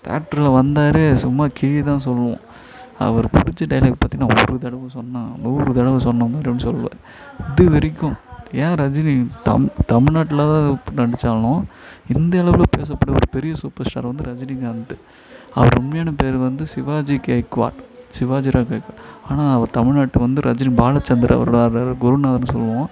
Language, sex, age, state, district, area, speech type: Tamil, male, 18-30, Tamil Nadu, Tiruvannamalai, urban, spontaneous